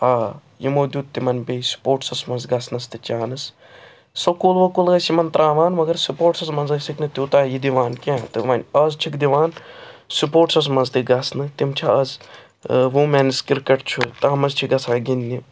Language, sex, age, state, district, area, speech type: Kashmiri, male, 45-60, Jammu and Kashmir, Srinagar, urban, spontaneous